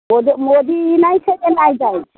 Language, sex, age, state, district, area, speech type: Maithili, female, 60+, Bihar, Muzaffarpur, urban, conversation